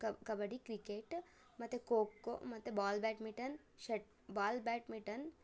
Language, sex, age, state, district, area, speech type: Kannada, female, 30-45, Karnataka, Tumkur, rural, spontaneous